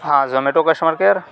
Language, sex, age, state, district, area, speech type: Urdu, male, 45-60, Uttar Pradesh, Aligarh, rural, spontaneous